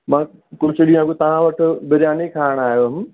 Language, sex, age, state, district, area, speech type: Sindhi, male, 30-45, Uttar Pradesh, Lucknow, urban, conversation